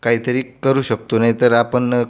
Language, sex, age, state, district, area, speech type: Marathi, male, 18-30, Maharashtra, Buldhana, urban, spontaneous